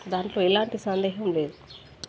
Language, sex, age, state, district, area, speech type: Telugu, female, 30-45, Telangana, Warangal, rural, spontaneous